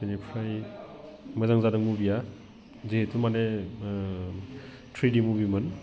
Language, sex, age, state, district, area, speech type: Bodo, male, 30-45, Assam, Udalguri, urban, spontaneous